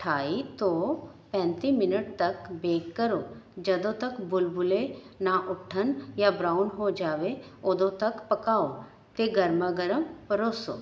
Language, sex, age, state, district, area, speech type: Punjabi, female, 45-60, Punjab, Jalandhar, urban, spontaneous